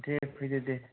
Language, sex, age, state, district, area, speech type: Bodo, male, 18-30, Assam, Kokrajhar, rural, conversation